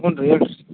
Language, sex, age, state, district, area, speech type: Kannada, male, 30-45, Karnataka, Raichur, rural, conversation